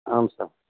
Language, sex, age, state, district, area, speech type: Kannada, male, 30-45, Karnataka, Bagalkot, rural, conversation